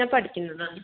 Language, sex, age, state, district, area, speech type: Malayalam, female, 30-45, Kerala, Kannur, urban, conversation